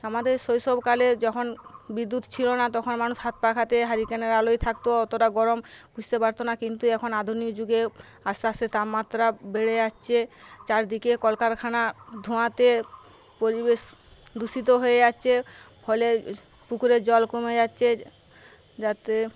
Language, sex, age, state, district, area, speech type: Bengali, female, 30-45, West Bengal, Paschim Medinipur, rural, spontaneous